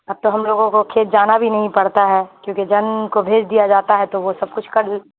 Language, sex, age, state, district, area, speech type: Urdu, female, 30-45, Bihar, Khagaria, rural, conversation